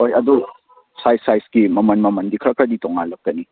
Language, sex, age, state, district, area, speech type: Manipuri, male, 18-30, Manipur, Churachandpur, rural, conversation